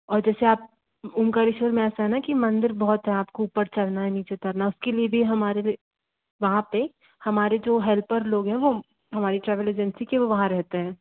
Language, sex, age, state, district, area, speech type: Hindi, female, 18-30, Madhya Pradesh, Bhopal, urban, conversation